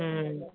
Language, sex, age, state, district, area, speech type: Tamil, female, 30-45, Tamil Nadu, Pudukkottai, urban, conversation